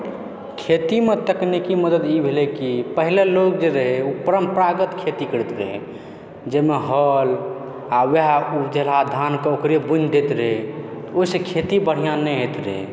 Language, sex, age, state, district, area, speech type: Maithili, male, 18-30, Bihar, Supaul, rural, spontaneous